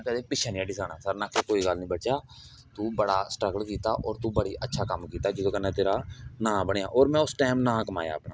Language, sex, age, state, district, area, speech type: Dogri, male, 18-30, Jammu and Kashmir, Kathua, rural, spontaneous